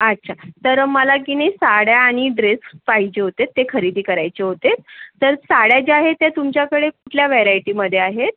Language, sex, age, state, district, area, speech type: Marathi, female, 18-30, Maharashtra, Yavatmal, urban, conversation